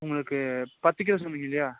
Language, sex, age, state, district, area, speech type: Tamil, male, 30-45, Tamil Nadu, Nilgiris, urban, conversation